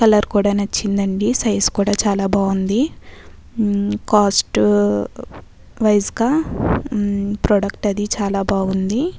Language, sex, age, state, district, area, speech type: Telugu, female, 60+, Andhra Pradesh, Kakinada, rural, spontaneous